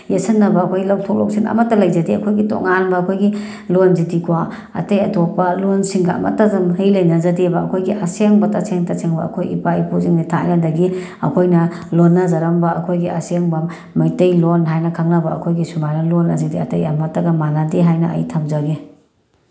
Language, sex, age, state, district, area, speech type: Manipuri, female, 30-45, Manipur, Bishnupur, rural, spontaneous